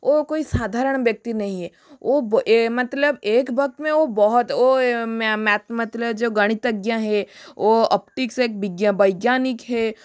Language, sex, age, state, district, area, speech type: Hindi, female, 60+, Rajasthan, Jodhpur, rural, spontaneous